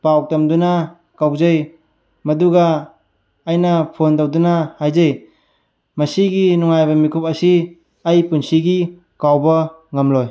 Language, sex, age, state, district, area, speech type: Manipuri, male, 18-30, Manipur, Bishnupur, rural, spontaneous